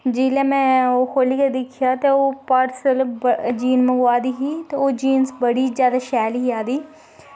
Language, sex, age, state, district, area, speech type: Dogri, female, 18-30, Jammu and Kashmir, Kathua, rural, spontaneous